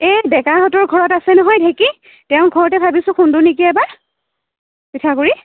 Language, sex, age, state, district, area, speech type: Assamese, female, 18-30, Assam, Sonitpur, urban, conversation